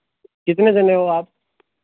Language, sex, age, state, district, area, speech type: Hindi, male, 18-30, Rajasthan, Nagaur, rural, conversation